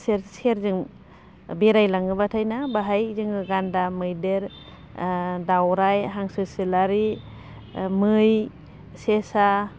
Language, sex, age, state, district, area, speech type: Bodo, female, 45-60, Assam, Baksa, rural, spontaneous